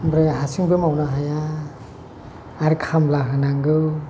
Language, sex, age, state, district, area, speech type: Bodo, male, 60+, Assam, Chirang, urban, spontaneous